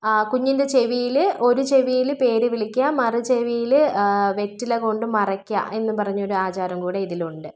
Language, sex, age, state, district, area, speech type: Malayalam, female, 30-45, Kerala, Thiruvananthapuram, rural, spontaneous